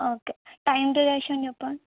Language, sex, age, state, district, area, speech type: Telugu, female, 18-30, Telangana, Sangareddy, urban, conversation